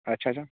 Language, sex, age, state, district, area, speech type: Kashmiri, male, 30-45, Jammu and Kashmir, Baramulla, rural, conversation